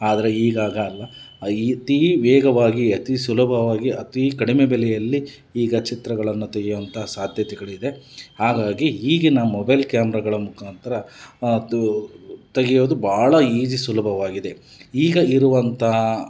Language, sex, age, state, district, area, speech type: Kannada, male, 30-45, Karnataka, Davanagere, rural, spontaneous